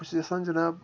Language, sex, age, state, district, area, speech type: Kashmiri, male, 18-30, Jammu and Kashmir, Pulwama, rural, spontaneous